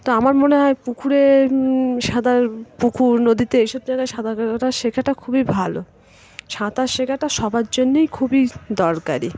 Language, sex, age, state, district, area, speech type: Bengali, female, 18-30, West Bengal, Dakshin Dinajpur, urban, spontaneous